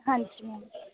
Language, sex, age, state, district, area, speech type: Punjabi, female, 18-30, Punjab, Bathinda, rural, conversation